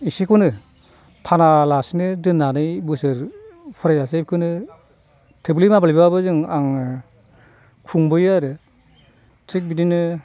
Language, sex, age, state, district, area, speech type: Bodo, male, 60+, Assam, Chirang, rural, spontaneous